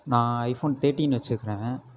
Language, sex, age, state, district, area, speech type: Tamil, male, 18-30, Tamil Nadu, Erode, rural, spontaneous